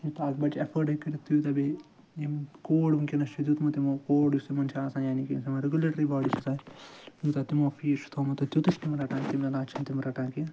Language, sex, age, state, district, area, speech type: Kashmiri, male, 60+, Jammu and Kashmir, Ganderbal, urban, spontaneous